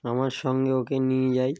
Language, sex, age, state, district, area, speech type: Bengali, male, 18-30, West Bengal, Birbhum, urban, spontaneous